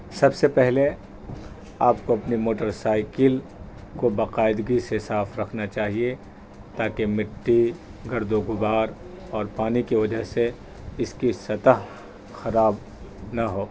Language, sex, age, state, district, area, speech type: Urdu, male, 30-45, Delhi, North East Delhi, urban, spontaneous